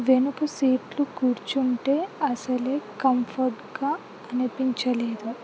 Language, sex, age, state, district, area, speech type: Telugu, female, 18-30, Andhra Pradesh, Anantapur, urban, spontaneous